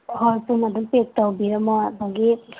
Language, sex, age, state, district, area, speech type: Manipuri, female, 30-45, Manipur, Imphal East, rural, conversation